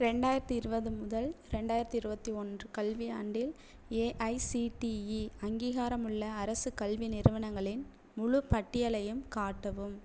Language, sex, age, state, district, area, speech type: Tamil, female, 18-30, Tamil Nadu, Tiruchirappalli, rural, read